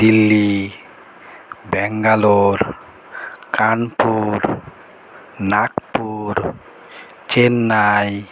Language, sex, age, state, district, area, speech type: Bengali, male, 30-45, West Bengal, Alipurduar, rural, spontaneous